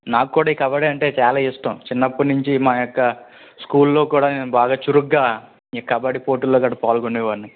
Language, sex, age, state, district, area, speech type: Telugu, male, 18-30, Andhra Pradesh, East Godavari, rural, conversation